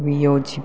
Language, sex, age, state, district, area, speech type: Malayalam, male, 18-30, Kerala, Palakkad, rural, read